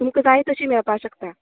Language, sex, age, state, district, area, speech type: Goan Konkani, female, 30-45, Goa, Canacona, rural, conversation